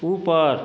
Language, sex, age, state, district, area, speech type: Hindi, male, 30-45, Bihar, Vaishali, rural, read